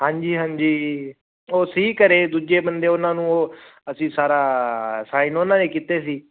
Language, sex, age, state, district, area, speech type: Punjabi, male, 18-30, Punjab, Fazilka, rural, conversation